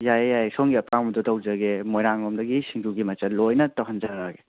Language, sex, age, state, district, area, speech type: Manipuri, male, 18-30, Manipur, Kangpokpi, urban, conversation